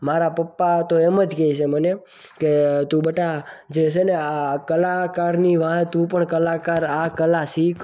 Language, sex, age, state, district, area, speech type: Gujarati, male, 18-30, Gujarat, Surat, rural, spontaneous